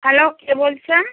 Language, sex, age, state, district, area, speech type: Bengali, female, 60+, West Bengal, Purba Medinipur, rural, conversation